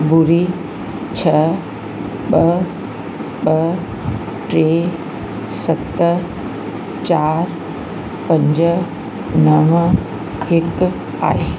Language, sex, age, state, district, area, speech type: Sindhi, female, 60+, Uttar Pradesh, Lucknow, rural, read